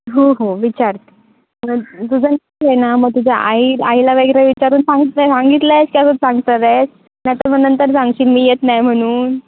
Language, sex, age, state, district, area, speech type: Marathi, female, 18-30, Maharashtra, Sindhudurg, rural, conversation